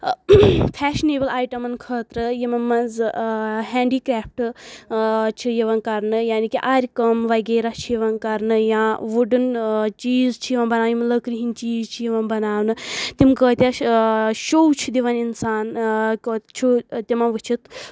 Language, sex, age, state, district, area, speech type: Kashmiri, female, 18-30, Jammu and Kashmir, Anantnag, rural, spontaneous